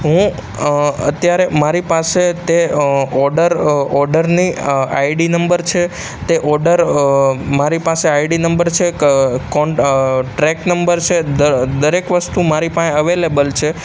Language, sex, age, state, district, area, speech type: Gujarati, male, 18-30, Gujarat, Ahmedabad, urban, spontaneous